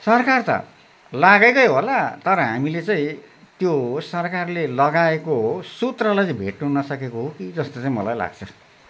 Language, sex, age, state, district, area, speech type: Nepali, male, 60+, West Bengal, Darjeeling, rural, spontaneous